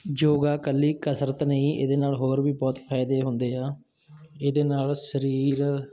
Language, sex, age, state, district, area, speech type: Punjabi, male, 30-45, Punjab, Bathinda, urban, spontaneous